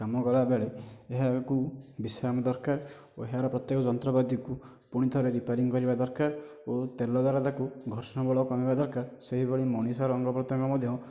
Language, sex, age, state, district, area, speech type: Odia, male, 18-30, Odisha, Nayagarh, rural, spontaneous